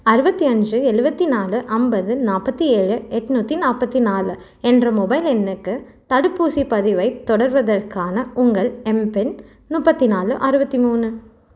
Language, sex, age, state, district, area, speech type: Tamil, female, 18-30, Tamil Nadu, Salem, urban, read